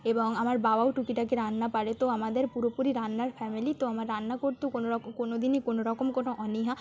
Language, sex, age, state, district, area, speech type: Bengali, female, 30-45, West Bengal, Nadia, rural, spontaneous